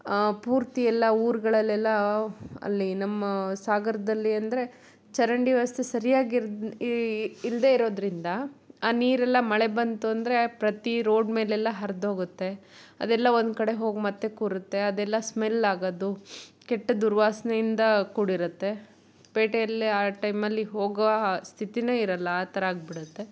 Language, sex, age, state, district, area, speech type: Kannada, female, 30-45, Karnataka, Shimoga, rural, spontaneous